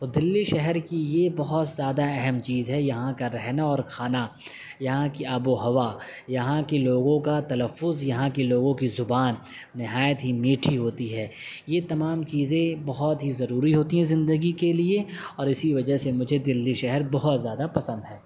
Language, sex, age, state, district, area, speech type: Urdu, male, 18-30, Delhi, South Delhi, urban, spontaneous